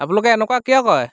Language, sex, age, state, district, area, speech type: Assamese, male, 30-45, Assam, Lakhimpur, rural, spontaneous